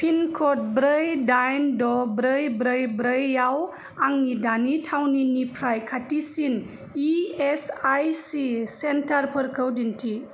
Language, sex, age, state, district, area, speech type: Bodo, female, 30-45, Assam, Kokrajhar, urban, read